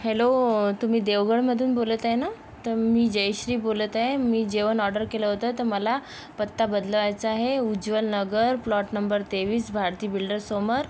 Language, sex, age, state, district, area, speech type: Marathi, female, 60+, Maharashtra, Yavatmal, rural, spontaneous